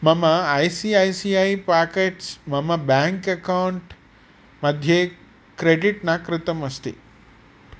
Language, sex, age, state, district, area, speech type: Sanskrit, male, 45-60, Andhra Pradesh, Chittoor, urban, read